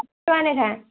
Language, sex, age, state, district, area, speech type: Odia, female, 18-30, Odisha, Kendujhar, urban, conversation